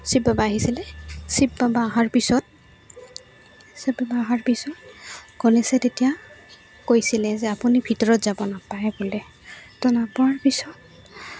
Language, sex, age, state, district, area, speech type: Assamese, female, 18-30, Assam, Goalpara, urban, spontaneous